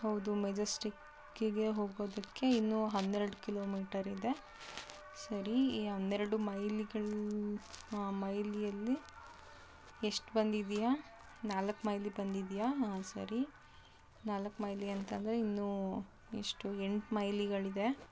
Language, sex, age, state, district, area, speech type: Kannada, female, 30-45, Karnataka, Davanagere, rural, spontaneous